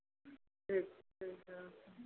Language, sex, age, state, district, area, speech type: Hindi, female, 45-60, Uttar Pradesh, Lucknow, rural, conversation